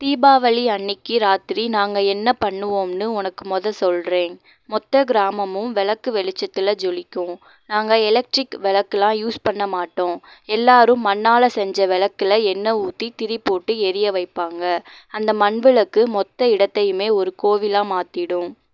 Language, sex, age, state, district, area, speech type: Tamil, female, 18-30, Tamil Nadu, Madurai, urban, read